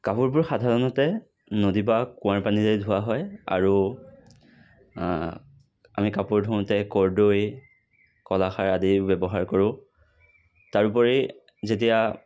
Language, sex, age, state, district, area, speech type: Assamese, male, 60+, Assam, Kamrup Metropolitan, urban, spontaneous